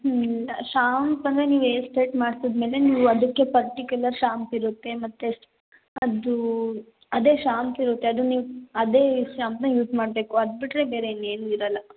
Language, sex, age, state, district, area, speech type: Kannada, female, 18-30, Karnataka, Hassan, rural, conversation